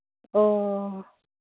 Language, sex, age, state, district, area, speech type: Manipuri, female, 45-60, Manipur, Ukhrul, rural, conversation